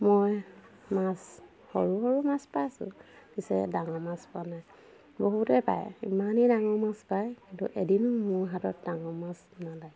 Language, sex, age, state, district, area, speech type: Assamese, female, 45-60, Assam, Dhemaji, urban, spontaneous